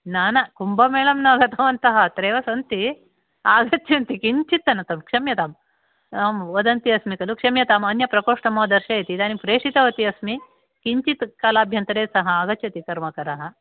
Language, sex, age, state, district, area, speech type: Sanskrit, female, 60+, Karnataka, Uttara Kannada, urban, conversation